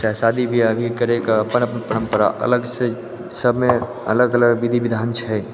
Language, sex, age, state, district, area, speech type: Maithili, male, 18-30, Bihar, Purnia, rural, spontaneous